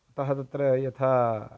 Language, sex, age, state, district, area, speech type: Sanskrit, male, 30-45, Karnataka, Uttara Kannada, rural, spontaneous